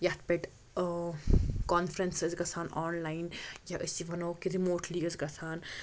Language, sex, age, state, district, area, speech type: Kashmiri, female, 30-45, Jammu and Kashmir, Srinagar, urban, spontaneous